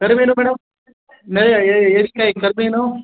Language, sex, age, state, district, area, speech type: Kannada, male, 30-45, Karnataka, Mandya, rural, conversation